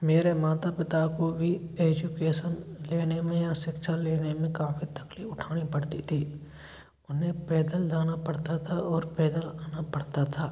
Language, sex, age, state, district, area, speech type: Hindi, male, 18-30, Rajasthan, Bharatpur, rural, spontaneous